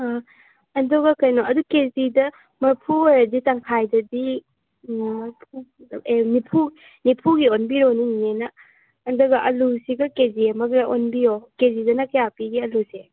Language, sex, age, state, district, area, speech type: Manipuri, female, 18-30, Manipur, Imphal West, rural, conversation